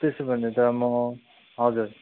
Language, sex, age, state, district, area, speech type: Nepali, male, 30-45, West Bengal, Kalimpong, rural, conversation